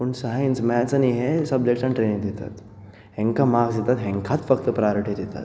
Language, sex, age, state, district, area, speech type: Goan Konkani, male, 18-30, Goa, Bardez, urban, spontaneous